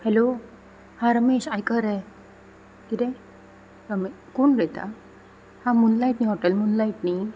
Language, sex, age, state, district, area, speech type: Goan Konkani, female, 18-30, Goa, Ponda, rural, spontaneous